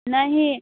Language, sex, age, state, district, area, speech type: Hindi, female, 18-30, Bihar, Muzaffarpur, rural, conversation